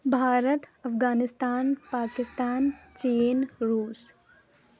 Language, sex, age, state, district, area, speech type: Urdu, female, 30-45, Uttar Pradesh, Lucknow, rural, spontaneous